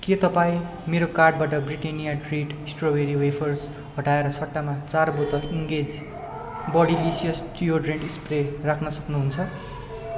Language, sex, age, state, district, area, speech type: Nepali, male, 18-30, West Bengal, Darjeeling, rural, read